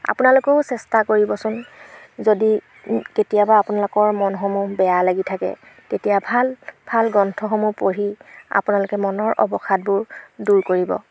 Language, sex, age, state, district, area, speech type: Assamese, female, 45-60, Assam, Golaghat, rural, spontaneous